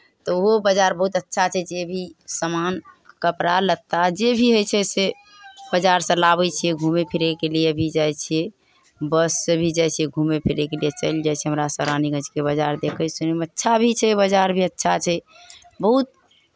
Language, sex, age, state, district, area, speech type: Maithili, female, 60+, Bihar, Araria, rural, spontaneous